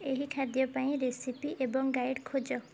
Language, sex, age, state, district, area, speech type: Odia, female, 18-30, Odisha, Kendujhar, urban, read